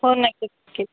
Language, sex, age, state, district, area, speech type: Marathi, female, 18-30, Maharashtra, Ahmednagar, rural, conversation